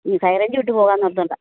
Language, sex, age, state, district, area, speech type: Malayalam, female, 60+, Kerala, Idukki, rural, conversation